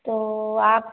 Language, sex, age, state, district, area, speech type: Hindi, female, 18-30, Madhya Pradesh, Hoshangabad, rural, conversation